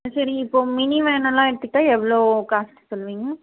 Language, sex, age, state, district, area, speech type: Tamil, female, 18-30, Tamil Nadu, Krishnagiri, rural, conversation